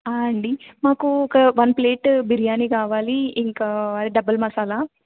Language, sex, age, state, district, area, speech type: Telugu, female, 18-30, Telangana, Siddipet, urban, conversation